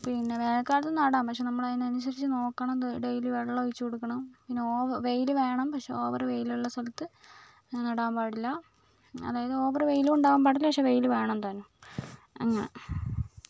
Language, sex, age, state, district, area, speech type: Malayalam, female, 18-30, Kerala, Wayanad, rural, spontaneous